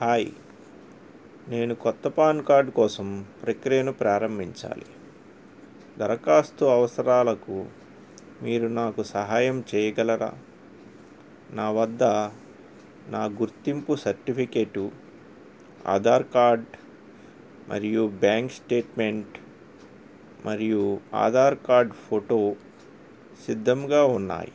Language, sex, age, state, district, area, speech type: Telugu, male, 45-60, Andhra Pradesh, N T Rama Rao, urban, read